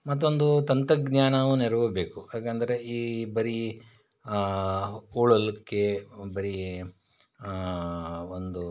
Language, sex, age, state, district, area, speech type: Kannada, male, 30-45, Karnataka, Shimoga, rural, spontaneous